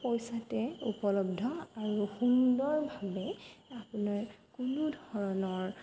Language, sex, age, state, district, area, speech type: Assamese, female, 18-30, Assam, Golaghat, urban, spontaneous